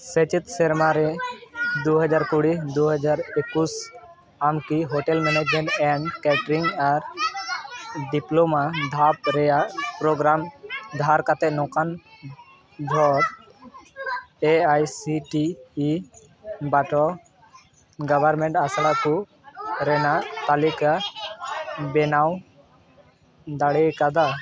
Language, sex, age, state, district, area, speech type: Santali, male, 18-30, West Bengal, Dakshin Dinajpur, rural, read